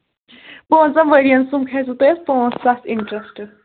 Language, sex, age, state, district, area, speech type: Kashmiri, female, 18-30, Jammu and Kashmir, Kulgam, rural, conversation